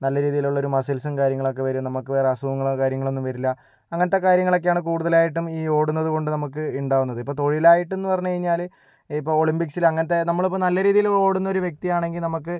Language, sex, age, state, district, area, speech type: Malayalam, male, 45-60, Kerala, Kozhikode, urban, spontaneous